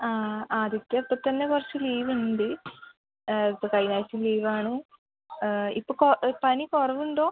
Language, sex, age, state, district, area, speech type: Malayalam, female, 18-30, Kerala, Palakkad, rural, conversation